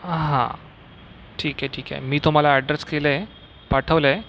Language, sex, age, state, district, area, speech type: Marathi, male, 45-60, Maharashtra, Nagpur, urban, spontaneous